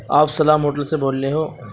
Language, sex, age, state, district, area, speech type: Urdu, male, 18-30, Uttar Pradesh, Ghaziabad, rural, spontaneous